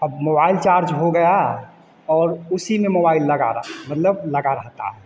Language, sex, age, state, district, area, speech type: Hindi, male, 30-45, Bihar, Vaishali, urban, spontaneous